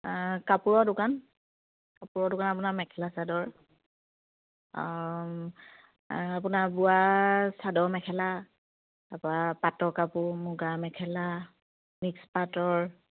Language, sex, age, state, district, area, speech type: Assamese, female, 30-45, Assam, Charaideo, rural, conversation